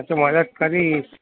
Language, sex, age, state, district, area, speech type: Gujarati, male, 45-60, Gujarat, Kheda, rural, conversation